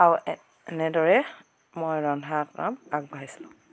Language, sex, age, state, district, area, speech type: Assamese, female, 45-60, Assam, Dhemaji, rural, spontaneous